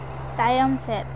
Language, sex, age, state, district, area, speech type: Santali, female, 18-30, West Bengal, Jhargram, rural, read